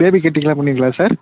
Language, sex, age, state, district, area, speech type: Tamil, male, 18-30, Tamil Nadu, Kallakurichi, urban, conversation